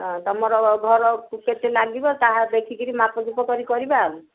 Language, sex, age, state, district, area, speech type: Odia, female, 60+, Odisha, Jharsuguda, rural, conversation